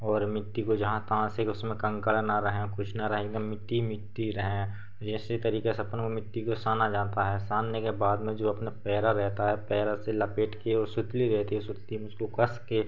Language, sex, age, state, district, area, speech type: Hindi, male, 18-30, Madhya Pradesh, Seoni, urban, spontaneous